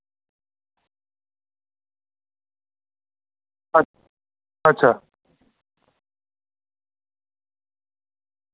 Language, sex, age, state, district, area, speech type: Dogri, male, 18-30, Jammu and Kashmir, Reasi, rural, conversation